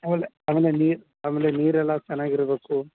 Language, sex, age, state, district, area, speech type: Kannada, male, 30-45, Karnataka, Bidar, urban, conversation